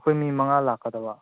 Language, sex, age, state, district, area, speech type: Manipuri, male, 30-45, Manipur, Imphal East, rural, conversation